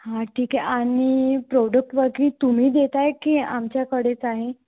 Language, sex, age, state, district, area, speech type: Marathi, female, 18-30, Maharashtra, Wardha, urban, conversation